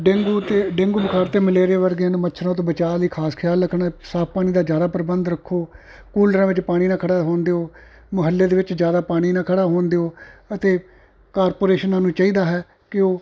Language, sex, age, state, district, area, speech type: Punjabi, male, 45-60, Punjab, Ludhiana, urban, spontaneous